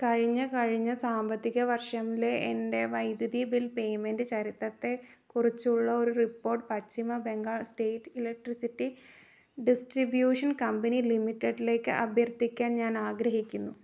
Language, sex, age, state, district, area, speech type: Malayalam, female, 18-30, Kerala, Wayanad, rural, read